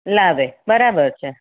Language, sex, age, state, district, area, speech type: Gujarati, female, 45-60, Gujarat, Surat, urban, conversation